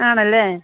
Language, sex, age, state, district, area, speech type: Malayalam, female, 45-60, Kerala, Thiruvananthapuram, urban, conversation